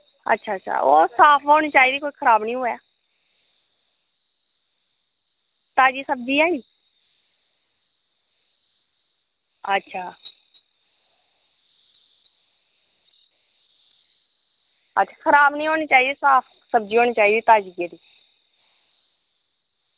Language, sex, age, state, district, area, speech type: Dogri, female, 30-45, Jammu and Kashmir, Reasi, rural, conversation